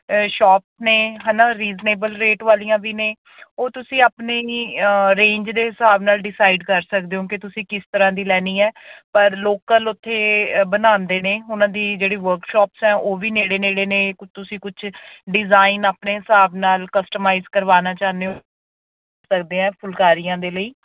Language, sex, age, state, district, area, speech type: Punjabi, female, 30-45, Punjab, Patiala, urban, conversation